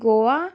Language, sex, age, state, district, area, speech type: Telugu, female, 30-45, Andhra Pradesh, Chittoor, urban, spontaneous